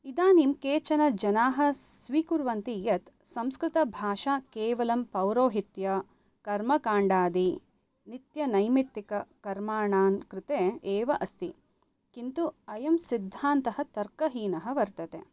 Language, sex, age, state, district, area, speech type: Sanskrit, female, 30-45, Karnataka, Bangalore Urban, urban, spontaneous